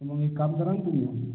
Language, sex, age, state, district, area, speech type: Marathi, male, 18-30, Maharashtra, Washim, rural, conversation